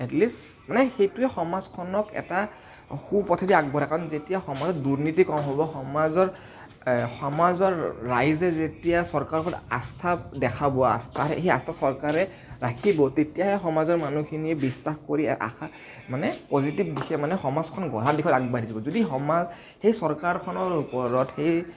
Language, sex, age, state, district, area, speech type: Assamese, male, 18-30, Assam, Kamrup Metropolitan, urban, spontaneous